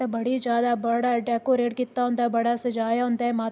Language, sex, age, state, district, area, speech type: Dogri, female, 18-30, Jammu and Kashmir, Udhampur, rural, spontaneous